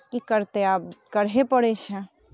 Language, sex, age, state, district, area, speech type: Maithili, female, 18-30, Bihar, Muzaffarpur, urban, spontaneous